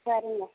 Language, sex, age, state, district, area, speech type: Tamil, female, 30-45, Tamil Nadu, Tirupattur, rural, conversation